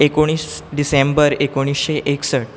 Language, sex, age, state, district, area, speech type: Goan Konkani, male, 18-30, Goa, Bardez, rural, spontaneous